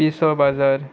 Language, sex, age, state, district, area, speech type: Goan Konkani, male, 30-45, Goa, Murmgao, rural, spontaneous